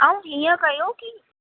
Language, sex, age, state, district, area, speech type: Sindhi, female, 18-30, Delhi, South Delhi, urban, conversation